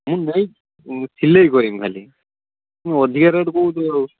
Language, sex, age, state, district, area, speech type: Odia, male, 18-30, Odisha, Balasore, rural, conversation